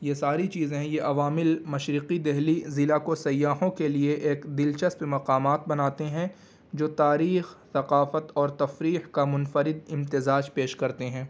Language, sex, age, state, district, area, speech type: Urdu, male, 18-30, Delhi, East Delhi, urban, spontaneous